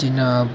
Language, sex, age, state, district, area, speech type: Dogri, male, 18-30, Jammu and Kashmir, Reasi, rural, spontaneous